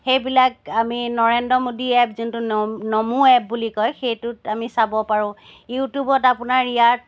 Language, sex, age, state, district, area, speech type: Assamese, female, 45-60, Assam, Charaideo, urban, spontaneous